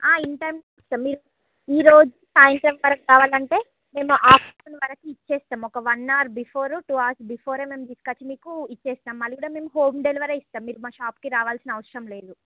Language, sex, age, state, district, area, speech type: Telugu, female, 30-45, Andhra Pradesh, Srikakulam, urban, conversation